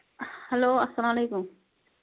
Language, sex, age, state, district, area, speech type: Kashmiri, female, 30-45, Jammu and Kashmir, Bandipora, rural, conversation